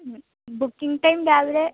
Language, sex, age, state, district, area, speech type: Malayalam, female, 45-60, Kerala, Kozhikode, urban, conversation